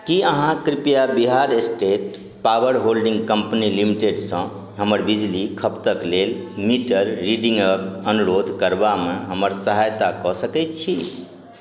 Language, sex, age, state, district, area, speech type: Maithili, male, 60+, Bihar, Madhubani, rural, read